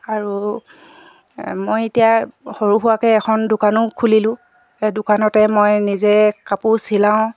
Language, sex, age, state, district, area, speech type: Assamese, female, 45-60, Assam, Dibrugarh, rural, spontaneous